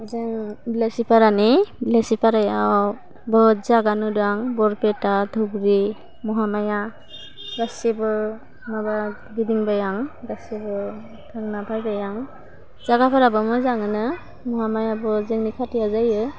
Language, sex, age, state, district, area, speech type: Bodo, female, 18-30, Assam, Udalguri, urban, spontaneous